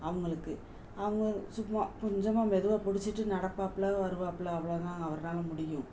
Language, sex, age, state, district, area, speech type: Tamil, female, 45-60, Tamil Nadu, Madurai, urban, spontaneous